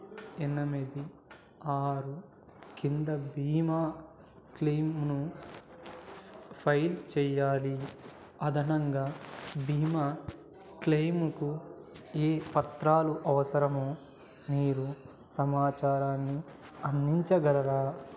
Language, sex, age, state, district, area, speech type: Telugu, male, 18-30, Andhra Pradesh, Nellore, urban, read